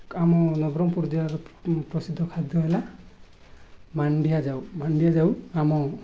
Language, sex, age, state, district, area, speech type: Odia, male, 45-60, Odisha, Nabarangpur, rural, spontaneous